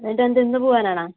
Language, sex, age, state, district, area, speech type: Malayalam, female, 60+, Kerala, Palakkad, rural, conversation